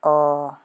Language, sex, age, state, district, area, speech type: Assamese, female, 45-60, Assam, Tinsukia, urban, spontaneous